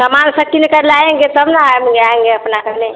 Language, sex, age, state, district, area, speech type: Hindi, female, 60+, Bihar, Vaishali, rural, conversation